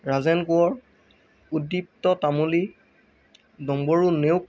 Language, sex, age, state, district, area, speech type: Assamese, male, 18-30, Assam, Lakhimpur, rural, spontaneous